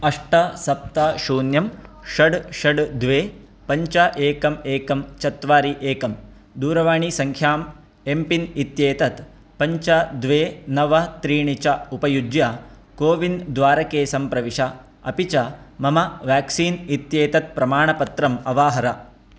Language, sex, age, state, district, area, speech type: Sanskrit, male, 30-45, Karnataka, Dakshina Kannada, rural, read